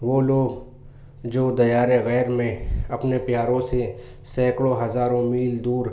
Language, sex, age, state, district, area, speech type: Urdu, male, 30-45, Delhi, Central Delhi, urban, spontaneous